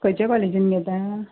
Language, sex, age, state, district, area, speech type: Goan Konkani, female, 18-30, Goa, Ponda, rural, conversation